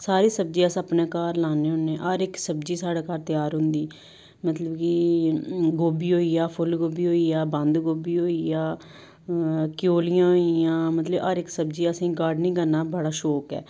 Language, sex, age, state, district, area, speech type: Dogri, female, 30-45, Jammu and Kashmir, Samba, rural, spontaneous